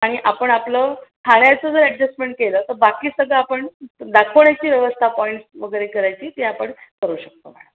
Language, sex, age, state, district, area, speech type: Marathi, female, 45-60, Maharashtra, Pune, urban, conversation